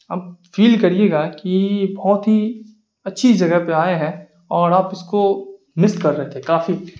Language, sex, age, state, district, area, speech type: Urdu, male, 18-30, Bihar, Darbhanga, rural, spontaneous